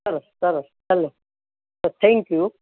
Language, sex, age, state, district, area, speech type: Gujarati, female, 60+, Gujarat, Anand, urban, conversation